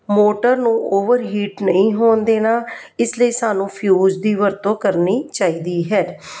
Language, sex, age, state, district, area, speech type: Punjabi, female, 45-60, Punjab, Jalandhar, urban, spontaneous